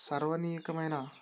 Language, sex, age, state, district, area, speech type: Telugu, male, 18-30, Telangana, Mancherial, rural, spontaneous